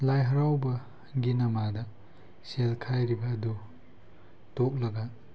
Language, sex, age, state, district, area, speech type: Manipuri, male, 18-30, Manipur, Tengnoupal, rural, spontaneous